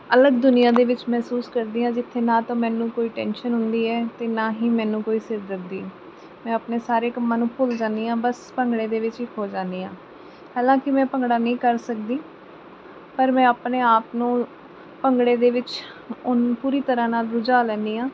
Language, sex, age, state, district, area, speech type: Punjabi, female, 18-30, Punjab, Mansa, urban, spontaneous